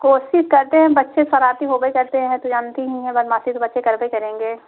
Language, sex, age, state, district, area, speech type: Hindi, female, 30-45, Uttar Pradesh, Jaunpur, rural, conversation